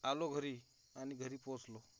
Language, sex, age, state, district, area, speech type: Marathi, male, 30-45, Maharashtra, Akola, urban, spontaneous